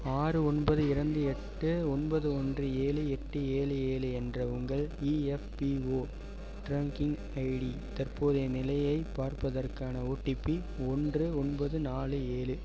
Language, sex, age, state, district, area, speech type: Tamil, male, 18-30, Tamil Nadu, Perambalur, urban, read